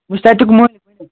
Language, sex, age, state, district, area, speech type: Kashmiri, male, 45-60, Jammu and Kashmir, Srinagar, urban, conversation